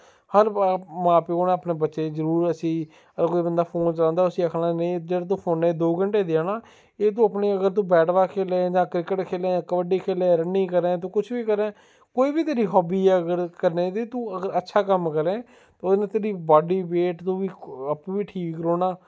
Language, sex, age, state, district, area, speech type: Dogri, male, 18-30, Jammu and Kashmir, Samba, rural, spontaneous